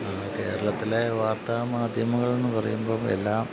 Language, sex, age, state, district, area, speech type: Malayalam, male, 45-60, Kerala, Kottayam, urban, spontaneous